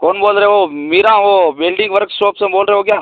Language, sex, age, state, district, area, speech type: Hindi, male, 30-45, Rajasthan, Nagaur, rural, conversation